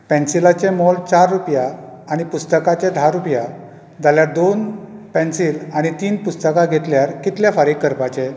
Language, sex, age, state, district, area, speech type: Goan Konkani, male, 45-60, Goa, Bardez, rural, read